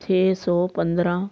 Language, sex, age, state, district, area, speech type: Punjabi, female, 45-60, Punjab, Patiala, rural, spontaneous